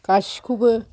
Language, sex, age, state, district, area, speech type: Bodo, female, 60+, Assam, Kokrajhar, urban, spontaneous